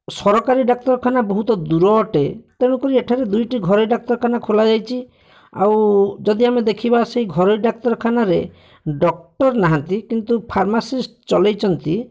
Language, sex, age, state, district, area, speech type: Odia, male, 45-60, Odisha, Bhadrak, rural, spontaneous